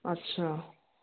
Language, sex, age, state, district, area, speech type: Sindhi, female, 30-45, Gujarat, Kutch, urban, conversation